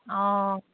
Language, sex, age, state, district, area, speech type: Assamese, female, 60+, Assam, Dibrugarh, rural, conversation